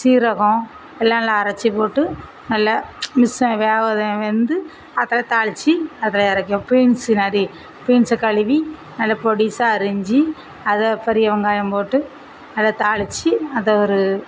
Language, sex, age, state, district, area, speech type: Tamil, female, 45-60, Tamil Nadu, Thoothukudi, rural, spontaneous